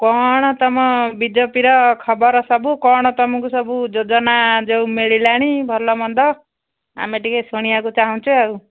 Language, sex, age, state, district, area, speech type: Odia, female, 45-60, Odisha, Angul, rural, conversation